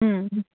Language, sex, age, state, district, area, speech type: Odia, female, 30-45, Odisha, Mayurbhanj, rural, conversation